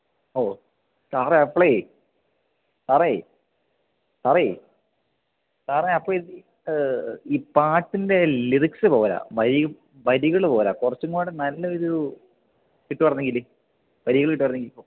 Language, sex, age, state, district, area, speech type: Malayalam, male, 18-30, Kerala, Idukki, rural, conversation